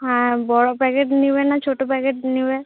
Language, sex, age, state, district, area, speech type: Bengali, female, 30-45, West Bengal, Uttar Dinajpur, urban, conversation